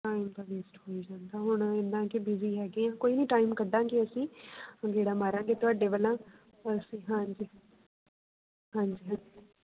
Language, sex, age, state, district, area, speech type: Punjabi, female, 30-45, Punjab, Jalandhar, rural, conversation